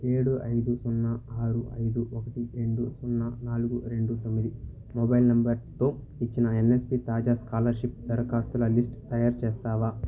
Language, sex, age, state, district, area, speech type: Telugu, male, 18-30, Andhra Pradesh, Sri Balaji, rural, read